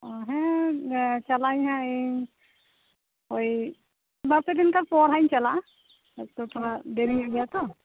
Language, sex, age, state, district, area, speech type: Santali, female, 30-45, West Bengal, Birbhum, rural, conversation